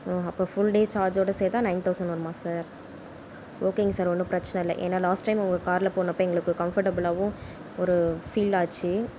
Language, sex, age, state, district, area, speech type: Tamil, female, 18-30, Tamil Nadu, Mayiladuthurai, urban, spontaneous